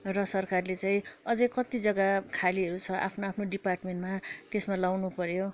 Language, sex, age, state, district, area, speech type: Nepali, female, 60+, West Bengal, Kalimpong, rural, spontaneous